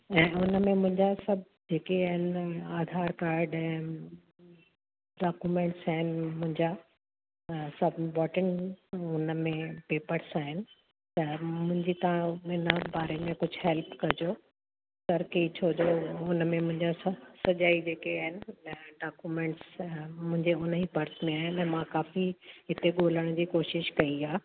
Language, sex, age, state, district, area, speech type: Sindhi, female, 60+, Delhi, South Delhi, urban, conversation